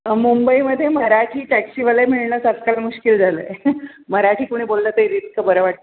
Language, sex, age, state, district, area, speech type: Marathi, female, 60+, Maharashtra, Mumbai Suburban, urban, conversation